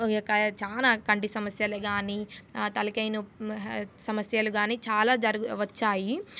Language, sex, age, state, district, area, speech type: Telugu, female, 18-30, Telangana, Nizamabad, urban, spontaneous